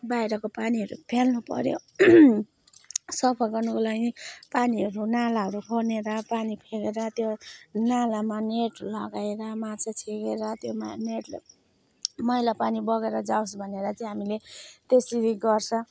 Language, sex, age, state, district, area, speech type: Nepali, female, 30-45, West Bengal, Alipurduar, urban, spontaneous